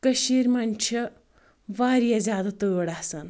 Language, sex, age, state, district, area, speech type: Kashmiri, female, 30-45, Jammu and Kashmir, Anantnag, rural, spontaneous